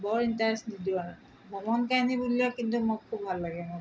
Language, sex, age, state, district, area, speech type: Assamese, female, 60+, Assam, Tinsukia, rural, spontaneous